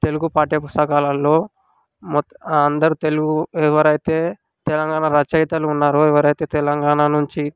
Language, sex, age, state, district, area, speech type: Telugu, male, 18-30, Telangana, Sangareddy, urban, spontaneous